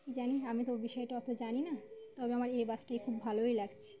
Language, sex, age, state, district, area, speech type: Bengali, female, 30-45, West Bengal, Birbhum, urban, spontaneous